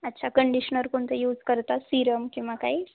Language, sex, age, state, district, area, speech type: Marathi, female, 18-30, Maharashtra, Osmanabad, rural, conversation